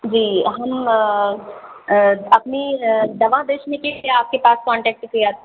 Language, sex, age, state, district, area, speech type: Hindi, female, 30-45, Uttar Pradesh, Sitapur, rural, conversation